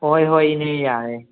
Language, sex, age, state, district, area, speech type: Manipuri, male, 18-30, Manipur, Thoubal, rural, conversation